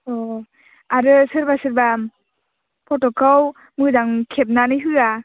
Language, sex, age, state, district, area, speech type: Bodo, female, 18-30, Assam, Baksa, rural, conversation